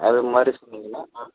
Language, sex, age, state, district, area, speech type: Tamil, male, 30-45, Tamil Nadu, Nagapattinam, rural, conversation